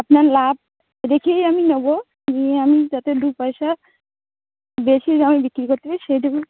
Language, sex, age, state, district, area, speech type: Bengali, female, 30-45, West Bengal, Dakshin Dinajpur, urban, conversation